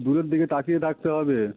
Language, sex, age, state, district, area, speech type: Bengali, male, 30-45, West Bengal, Howrah, urban, conversation